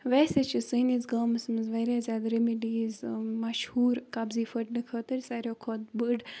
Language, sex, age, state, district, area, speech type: Kashmiri, female, 30-45, Jammu and Kashmir, Baramulla, rural, spontaneous